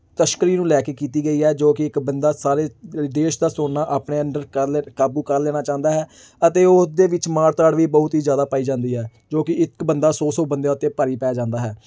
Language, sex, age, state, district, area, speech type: Punjabi, male, 18-30, Punjab, Amritsar, urban, spontaneous